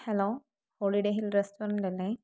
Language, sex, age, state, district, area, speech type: Malayalam, female, 18-30, Kerala, Wayanad, rural, spontaneous